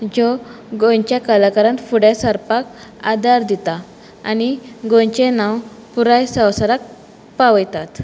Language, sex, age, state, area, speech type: Goan Konkani, female, 30-45, Goa, rural, spontaneous